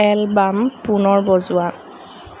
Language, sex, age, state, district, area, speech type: Assamese, female, 18-30, Assam, Sonitpur, rural, read